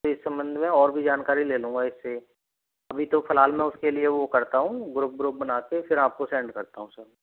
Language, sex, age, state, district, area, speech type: Hindi, male, 30-45, Rajasthan, Jaipur, urban, conversation